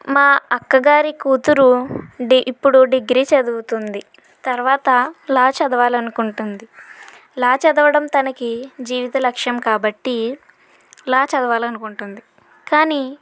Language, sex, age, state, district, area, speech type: Telugu, female, 60+, Andhra Pradesh, Kakinada, rural, spontaneous